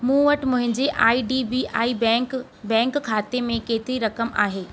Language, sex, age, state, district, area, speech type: Sindhi, female, 18-30, Madhya Pradesh, Katni, urban, read